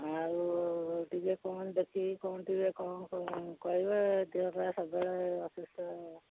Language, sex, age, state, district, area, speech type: Odia, female, 45-60, Odisha, Angul, rural, conversation